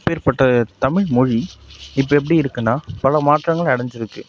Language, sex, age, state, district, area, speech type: Tamil, male, 18-30, Tamil Nadu, Nagapattinam, rural, spontaneous